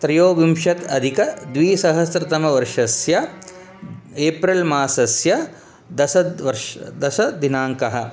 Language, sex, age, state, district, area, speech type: Sanskrit, male, 45-60, Telangana, Ranga Reddy, urban, spontaneous